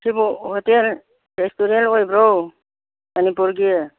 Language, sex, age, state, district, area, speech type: Manipuri, female, 60+, Manipur, Churachandpur, urban, conversation